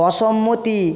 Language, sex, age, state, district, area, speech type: Bengali, male, 30-45, West Bengal, Jhargram, rural, read